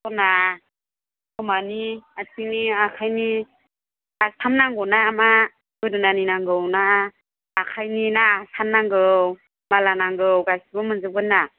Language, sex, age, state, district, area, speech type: Bodo, female, 45-60, Assam, Chirang, rural, conversation